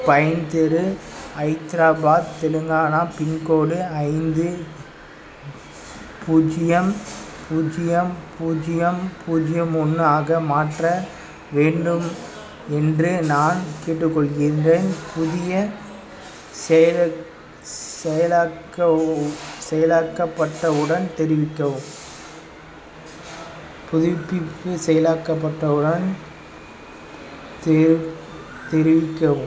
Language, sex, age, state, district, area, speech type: Tamil, male, 18-30, Tamil Nadu, Madurai, urban, read